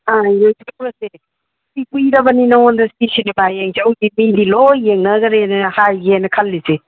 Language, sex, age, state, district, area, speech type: Manipuri, female, 60+, Manipur, Imphal East, rural, conversation